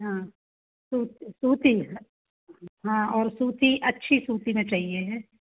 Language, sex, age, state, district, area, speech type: Hindi, female, 45-60, Madhya Pradesh, Jabalpur, urban, conversation